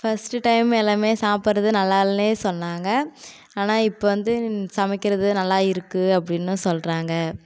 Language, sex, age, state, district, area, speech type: Tamil, female, 18-30, Tamil Nadu, Kallakurichi, urban, spontaneous